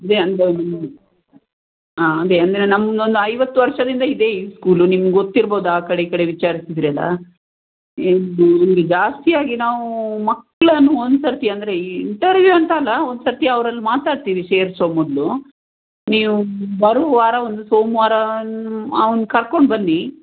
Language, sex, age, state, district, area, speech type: Kannada, female, 45-60, Karnataka, Tumkur, urban, conversation